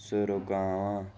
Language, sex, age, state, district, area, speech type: Kashmiri, male, 18-30, Jammu and Kashmir, Bandipora, rural, spontaneous